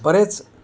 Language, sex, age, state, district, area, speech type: Marathi, male, 60+, Maharashtra, Thane, urban, spontaneous